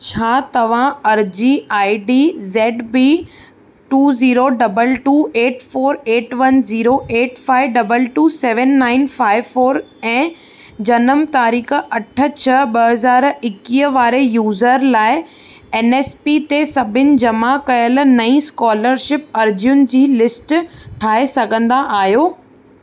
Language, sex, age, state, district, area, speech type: Sindhi, female, 18-30, Maharashtra, Thane, urban, read